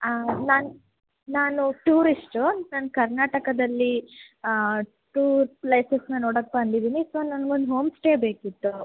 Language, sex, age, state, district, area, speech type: Kannada, female, 18-30, Karnataka, Tumkur, urban, conversation